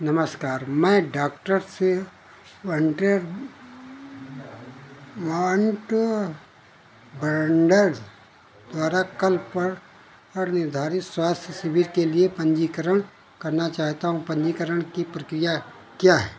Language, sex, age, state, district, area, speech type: Hindi, male, 60+, Uttar Pradesh, Ayodhya, rural, read